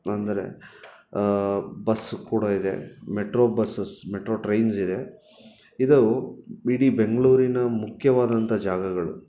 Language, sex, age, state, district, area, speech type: Kannada, male, 30-45, Karnataka, Bangalore Urban, urban, spontaneous